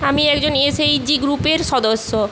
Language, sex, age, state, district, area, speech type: Bengali, female, 45-60, West Bengal, Paschim Medinipur, rural, spontaneous